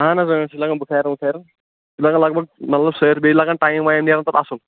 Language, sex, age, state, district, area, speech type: Kashmiri, male, 18-30, Jammu and Kashmir, Shopian, rural, conversation